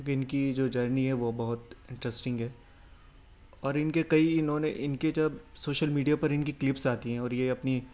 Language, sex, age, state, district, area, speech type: Urdu, male, 18-30, Delhi, Central Delhi, urban, spontaneous